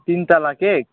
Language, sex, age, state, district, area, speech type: Nepali, male, 18-30, West Bengal, Alipurduar, urban, conversation